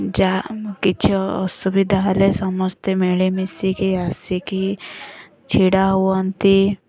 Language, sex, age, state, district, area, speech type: Odia, female, 45-60, Odisha, Sundergarh, rural, spontaneous